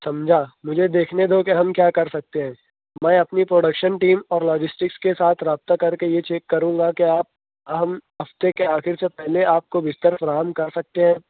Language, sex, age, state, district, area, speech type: Urdu, male, 18-30, Maharashtra, Nashik, urban, conversation